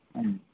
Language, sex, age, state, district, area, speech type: Kannada, male, 18-30, Karnataka, Bellary, rural, conversation